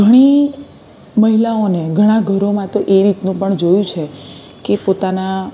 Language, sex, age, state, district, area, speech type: Gujarati, female, 30-45, Gujarat, Surat, urban, spontaneous